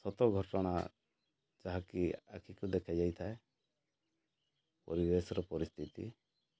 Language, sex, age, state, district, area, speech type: Odia, male, 60+, Odisha, Mayurbhanj, rural, spontaneous